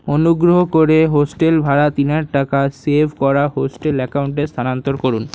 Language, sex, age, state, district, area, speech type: Bengali, male, 30-45, West Bengal, Paschim Bardhaman, urban, read